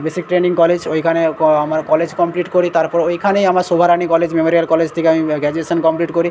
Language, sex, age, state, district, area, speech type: Bengali, male, 18-30, West Bengal, Paschim Medinipur, rural, spontaneous